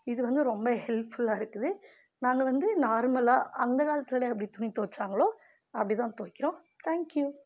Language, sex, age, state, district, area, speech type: Tamil, female, 18-30, Tamil Nadu, Dharmapuri, rural, spontaneous